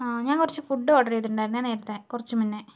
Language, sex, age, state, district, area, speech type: Malayalam, female, 18-30, Kerala, Kozhikode, urban, spontaneous